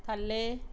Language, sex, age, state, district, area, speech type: Punjabi, female, 45-60, Punjab, Pathankot, rural, read